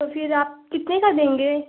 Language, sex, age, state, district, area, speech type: Hindi, female, 18-30, Uttar Pradesh, Prayagraj, urban, conversation